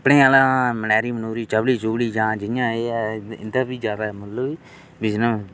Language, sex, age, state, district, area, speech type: Dogri, male, 18-30, Jammu and Kashmir, Reasi, rural, spontaneous